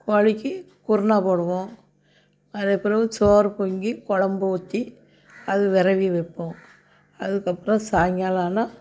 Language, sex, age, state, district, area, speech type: Tamil, female, 60+, Tamil Nadu, Thoothukudi, rural, spontaneous